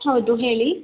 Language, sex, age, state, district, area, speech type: Kannada, female, 18-30, Karnataka, Chikkamagaluru, rural, conversation